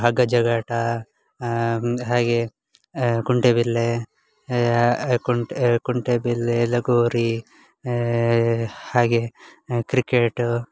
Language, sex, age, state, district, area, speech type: Kannada, male, 18-30, Karnataka, Uttara Kannada, rural, spontaneous